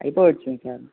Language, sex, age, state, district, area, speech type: Telugu, male, 18-30, Andhra Pradesh, Guntur, rural, conversation